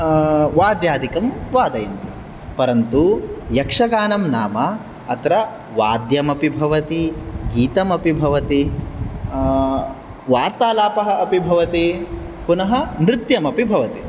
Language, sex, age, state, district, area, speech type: Sanskrit, male, 18-30, Karnataka, Uttara Kannada, rural, spontaneous